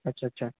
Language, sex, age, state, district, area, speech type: Marathi, male, 18-30, Maharashtra, Wardha, rural, conversation